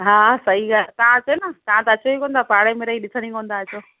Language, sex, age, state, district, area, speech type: Sindhi, female, 45-60, Gujarat, Kutch, rural, conversation